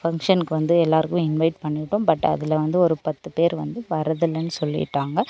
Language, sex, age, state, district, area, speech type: Tamil, female, 18-30, Tamil Nadu, Dharmapuri, rural, spontaneous